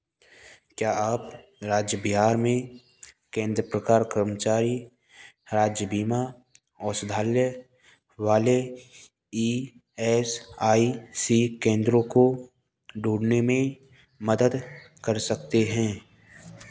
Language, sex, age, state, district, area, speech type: Hindi, male, 18-30, Rajasthan, Bharatpur, rural, read